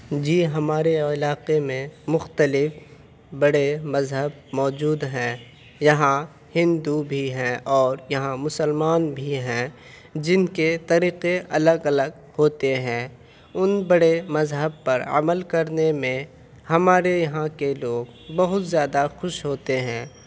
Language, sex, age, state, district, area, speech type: Urdu, male, 18-30, Bihar, Purnia, rural, spontaneous